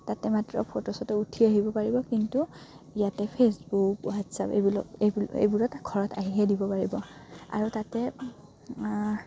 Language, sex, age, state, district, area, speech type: Assamese, female, 18-30, Assam, Udalguri, rural, spontaneous